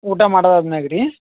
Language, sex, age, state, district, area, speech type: Kannada, male, 18-30, Karnataka, Gulbarga, urban, conversation